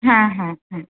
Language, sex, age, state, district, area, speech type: Bengali, female, 18-30, West Bengal, Kolkata, urban, conversation